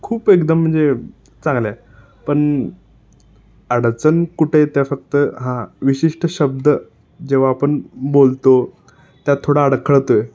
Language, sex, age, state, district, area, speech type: Marathi, male, 18-30, Maharashtra, Sangli, urban, spontaneous